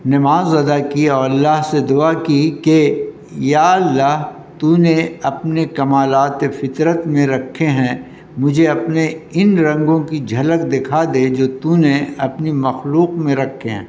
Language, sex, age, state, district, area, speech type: Urdu, male, 60+, Delhi, North East Delhi, urban, spontaneous